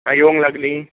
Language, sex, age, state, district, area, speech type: Goan Konkani, male, 45-60, Goa, Bardez, urban, conversation